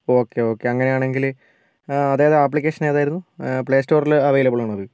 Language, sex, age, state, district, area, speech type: Malayalam, male, 45-60, Kerala, Wayanad, rural, spontaneous